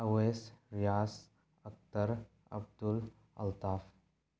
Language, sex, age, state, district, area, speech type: Manipuri, male, 18-30, Manipur, Bishnupur, rural, spontaneous